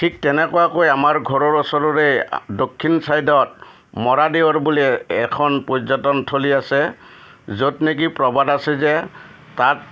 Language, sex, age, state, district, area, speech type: Assamese, male, 60+, Assam, Udalguri, urban, spontaneous